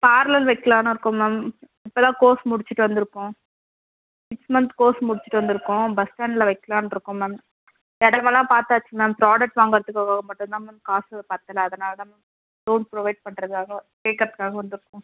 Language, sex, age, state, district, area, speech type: Tamil, female, 18-30, Tamil Nadu, Tirupattur, rural, conversation